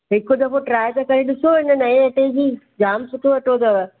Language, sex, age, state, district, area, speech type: Sindhi, female, 45-60, Maharashtra, Thane, urban, conversation